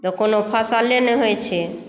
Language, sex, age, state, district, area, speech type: Maithili, female, 60+, Bihar, Madhubani, rural, spontaneous